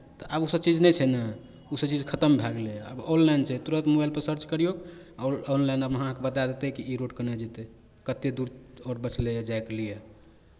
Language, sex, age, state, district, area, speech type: Maithili, male, 45-60, Bihar, Madhepura, rural, spontaneous